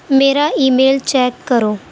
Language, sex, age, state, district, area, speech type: Urdu, female, 18-30, Uttar Pradesh, Gautam Buddha Nagar, urban, read